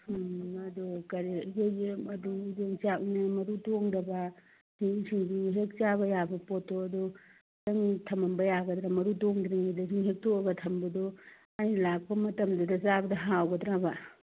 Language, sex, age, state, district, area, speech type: Manipuri, female, 45-60, Manipur, Churachandpur, rural, conversation